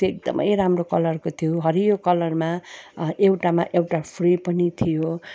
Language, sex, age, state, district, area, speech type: Nepali, female, 45-60, West Bengal, Darjeeling, rural, spontaneous